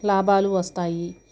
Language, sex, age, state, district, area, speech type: Telugu, female, 45-60, Andhra Pradesh, Guntur, rural, spontaneous